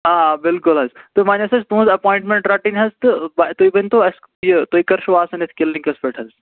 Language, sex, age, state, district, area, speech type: Kashmiri, male, 18-30, Jammu and Kashmir, Anantnag, rural, conversation